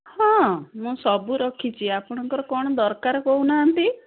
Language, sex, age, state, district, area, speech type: Odia, female, 60+, Odisha, Gajapati, rural, conversation